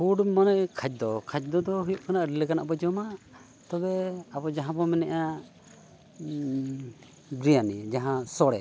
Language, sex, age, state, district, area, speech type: Santali, male, 45-60, Odisha, Mayurbhanj, rural, spontaneous